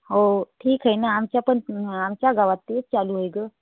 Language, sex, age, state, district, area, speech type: Marathi, female, 45-60, Maharashtra, Hingoli, urban, conversation